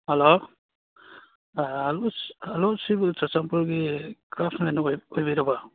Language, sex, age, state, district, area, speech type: Manipuri, male, 30-45, Manipur, Churachandpur, rural, conversation